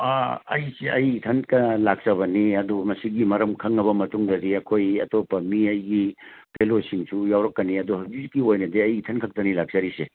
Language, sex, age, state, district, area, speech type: Manipuri, male, 60+, Manipur, Churachandpur, urban, conversation